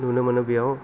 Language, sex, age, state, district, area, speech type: Bodo, male, 30-45, Assam, Kokrajhar, rural, spontaneous